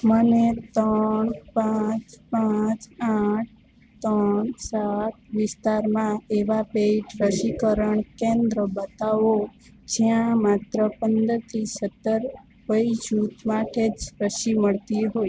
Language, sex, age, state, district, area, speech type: Gujarati, female, 18-30, Gujarat, Valsad, rural, read